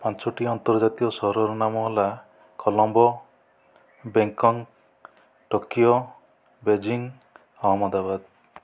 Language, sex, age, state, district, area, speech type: Odia, male, 45-60, Odisha, Kandhamal, rural, spontaneous